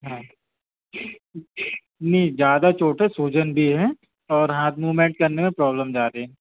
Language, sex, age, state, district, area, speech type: Hindi, male, 30-45, Madhya Pradesh, Hoshangabad, rural, conversation